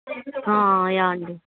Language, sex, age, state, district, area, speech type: Telugu, female, 18-30, Telangana, Vikarabad, rural, conversation